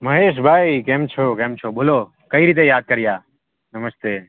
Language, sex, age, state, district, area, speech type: Gujarati, male, 18-30, Gujarat, Surat, urban, conversation